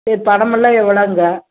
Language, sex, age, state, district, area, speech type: Tamil, female, 60+, Tamil Nadu, Tiruppur, rural, conversation